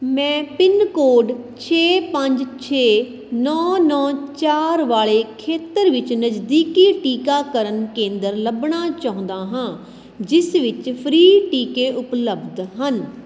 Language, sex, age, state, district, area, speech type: Punjabi, female, 30-45, Punjab, Kapurthala, rural, read